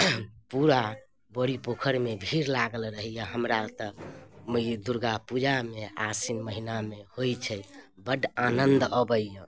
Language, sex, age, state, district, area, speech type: Maithili, female, 30-45, Bihar, Muzaffarpur, urban, spontaneous